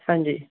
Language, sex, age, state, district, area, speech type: Punjabi, female, 45-60, Punjab, Amritsar, urban, conversation